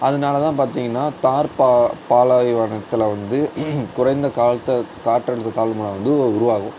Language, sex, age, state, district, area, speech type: Tamil, male, 18-30, Tamil Nadu, Mayiladuthurai, urban, spontaneous